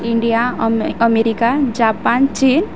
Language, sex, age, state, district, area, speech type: Marathi, female, 18-30, Maharashtra, Wardha, rural, spontaneous